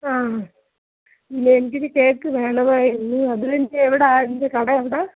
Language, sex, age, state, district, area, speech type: Malayalam, female, 30-45, Kerala, Alappuzha, rural, conversation